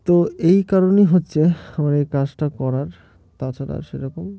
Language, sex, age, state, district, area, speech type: Bengali, male, 30-45, West Bengal, Murshidabad, urban, spontaneous